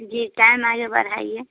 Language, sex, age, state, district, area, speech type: Hindi, female, 30-45, Bihar, Samastipur, rural, conversation